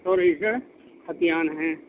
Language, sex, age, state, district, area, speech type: Urdu, male, 60+, Delhi, North East Delhi, urban, conversation